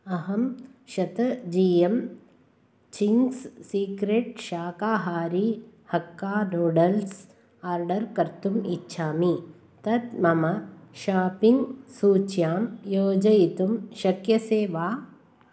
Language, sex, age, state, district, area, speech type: Sanskrit, female, 45-60, Karnataka, Bangalore Urban, urban, read